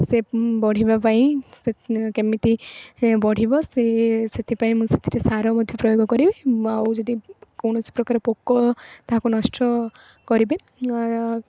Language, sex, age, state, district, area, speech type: Odia, female, 18-30, Odisha, Rayagada, rural, spontaneous